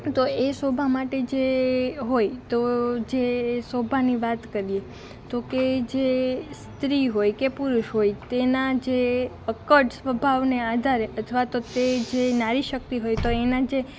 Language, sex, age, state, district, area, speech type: Gujarati, female, 18-30, Gujarat, Rajkot, rural, spontaneous